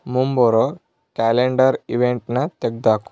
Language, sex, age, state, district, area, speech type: Kannada, male, 18-30, Karnataka, Tumkur, rural, read